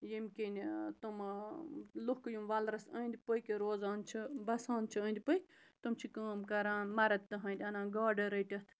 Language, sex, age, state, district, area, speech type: Kashmiri, female, 30-45, Jammu and Kashmir, Bandipora, rural, spontaneous